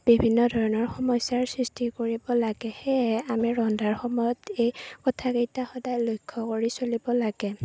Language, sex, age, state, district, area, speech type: Assamese, female, 18-30, Assam, Chirang, rural, spontaneous